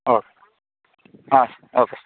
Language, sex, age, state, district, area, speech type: Kannada, male, 30-45, Karnataka, Raichur, rural, conversation